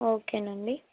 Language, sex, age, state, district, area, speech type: Telugu, female, 18-30, Telangana, Mancherial, rural, conversation